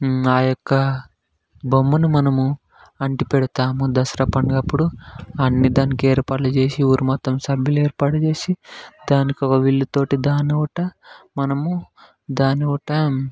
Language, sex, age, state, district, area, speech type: Telugu, male, 18-30, Telangana, Hyderabad, urban, spontaneous